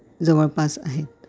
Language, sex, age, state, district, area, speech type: Marathi, female, 60+, Maharashtra, Thane, urban, spontaneous